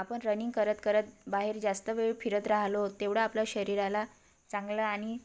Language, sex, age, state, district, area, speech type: Marathi, female, 30-45, Maharashtra, Wardha, rural, spontaneous